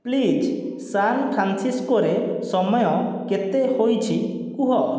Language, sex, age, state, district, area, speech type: Odia, male, 30-45, Odisha, Khordha, rural, read